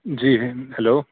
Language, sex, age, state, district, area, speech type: Urdu, male, 18-30, Jammu and Kashmir, Srinagar, urban, conversation